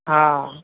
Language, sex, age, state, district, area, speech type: Sindhi, male, 45-60, Gujarat, Kutch, urban, conversation